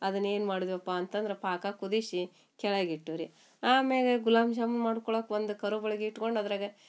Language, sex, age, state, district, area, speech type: Kannada, female, 45-60, Karnataka, Gadag, rural, spontaneous